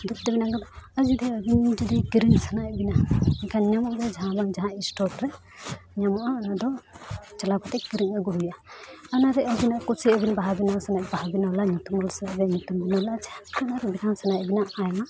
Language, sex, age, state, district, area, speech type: Santali, female, 18-30, Jharkhand, Seraikela Kharsawan, rural, spontaneous